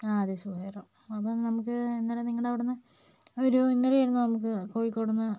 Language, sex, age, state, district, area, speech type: Malayalam, female, 60+, Kerala, Kozhikode, urban, spontaneous